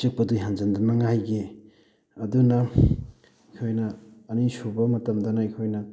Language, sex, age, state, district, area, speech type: Manipuri, male, 30-45, Manipur, Thoubal, rural, spontaneous